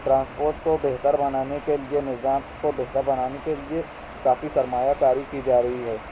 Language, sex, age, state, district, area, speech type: Urdu, male, 18-30, Maharashtra, Nashik, urban, spontaneous